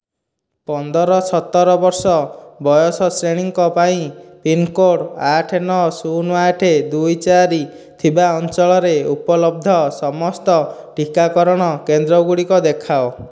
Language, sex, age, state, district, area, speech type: Odia, male, 18-30, Odisha, Dhenkanal, rural, read